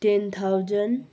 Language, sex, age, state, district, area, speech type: Nepali, female, 30-45, West Bengal, Kalimpong, rural, spontaneous